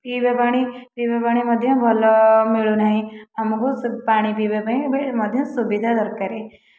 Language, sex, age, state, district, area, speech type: Odia, female, 30-45, Odisha, Khordha, rural, spontaneous